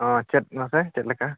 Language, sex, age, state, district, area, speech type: Santali, male, 45-60, Odisha, Mayurbhanj, rural, conversation